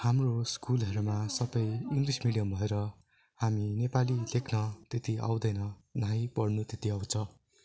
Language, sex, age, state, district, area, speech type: Nepali, male, 18-30, West Bengal, Darjeeling, rural, spontaneous